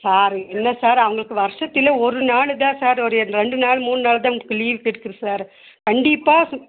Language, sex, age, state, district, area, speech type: Tamil, female, 60+, Tamil Nadu, Nilgiris, rural, conversation